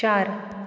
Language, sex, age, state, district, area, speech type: Goan Konkani, female, 30-45, Goa, Ponda, rural, read